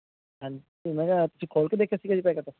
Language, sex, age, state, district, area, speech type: Punjabi, male, 18-30, Punjab, Shaheed Bhagat Singh Nagar, rural, conversation